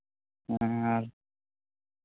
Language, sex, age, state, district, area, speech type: Santali, male, 18-30, West Bengal, Bankura, rural, conversation